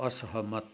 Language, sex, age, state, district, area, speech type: Nepali, male, 60+, West Bengal, Kalimpong, rural, read